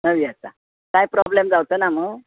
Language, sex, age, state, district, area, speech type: Goan Konkani, female, 60+, Goa, Bardez, urban, conversation